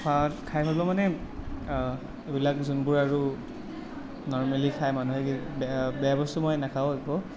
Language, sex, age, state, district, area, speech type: Assamese, male, 18-30, Assam, Nalbari, rural, spontaneous